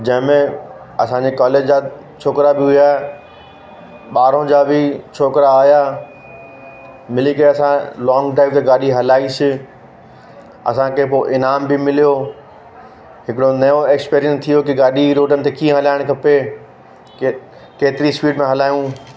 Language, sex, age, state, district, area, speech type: Sindhi, male, 30-45, Uttar Pradesh, Lucknow, urban, spontaneous